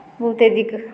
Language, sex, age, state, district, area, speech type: Maithili, female, 45-60, Bihar, Madhubani, rural, spontaneous